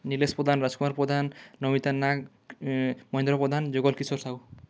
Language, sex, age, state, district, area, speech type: Odia, male, 18-30, Odisha, Kalahandi, rural, spontaneous